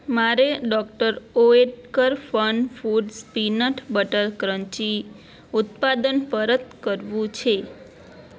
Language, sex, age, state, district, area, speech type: Gujarati, female, 18-30, Gujarat, Anand, urban, read